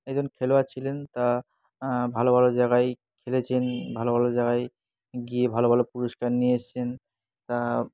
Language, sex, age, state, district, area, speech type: Bengali, male, 18-30, West Bengal, Dakshin Dinajpur, urban, spontaneous